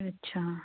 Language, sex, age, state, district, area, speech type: Hindi, female, 18-30, Madhya Pradesh, Betul, rural, conversation